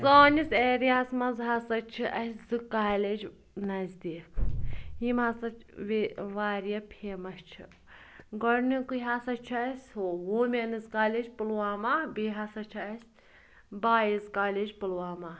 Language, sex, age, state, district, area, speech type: Kashmiri, female, 18-30, Jammu and Kashmir, Pulwama, rural, spontaneous